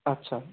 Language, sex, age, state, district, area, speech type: Bengali, male, 18-30, West Bengal, Darjeeling, rural, conversation